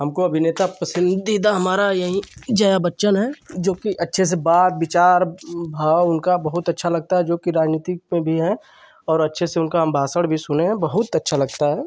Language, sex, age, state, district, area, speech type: Hindi, male, 30-45, Uttar Pradesh, Ghazipur, rural, spontaneous